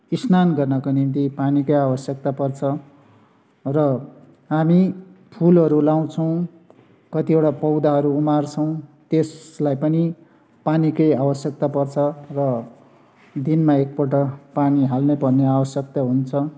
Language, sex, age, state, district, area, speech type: Nepali, male, 60+, West Bengal, Darjeeling, rural, spontaneous